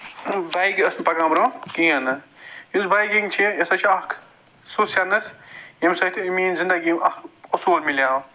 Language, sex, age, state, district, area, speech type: Kashmiri, male, 45-60, Jammu and Kashmir, Budgam, urban, spontaneous